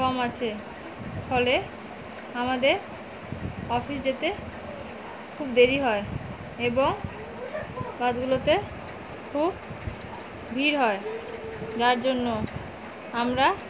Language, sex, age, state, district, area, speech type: Bengali, female, 30-45, West Bengal, Alipurduar, rural, spontaneous